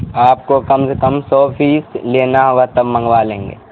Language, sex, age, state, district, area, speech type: Urdu, male, 18-30, Bihar, Supaul, rural, conversation